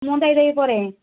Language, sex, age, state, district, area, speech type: Odia, female, 60+, Odisha, Angul, rural, conversation